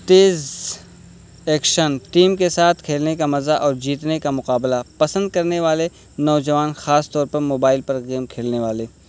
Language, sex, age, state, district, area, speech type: Urdu, male, 18-30, Uttar Pradesh, Balrampur, rural, spontaneous